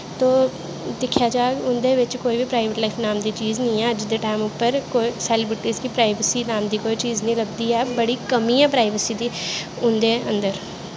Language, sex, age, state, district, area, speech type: Dogri, female, 18-30, Jammu and Kashmir, Jammu, urban, spontaneous